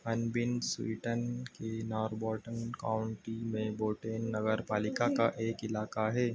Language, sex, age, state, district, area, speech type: Hindi, male, 30-45, Madhya Pradesh, Harda, urban, read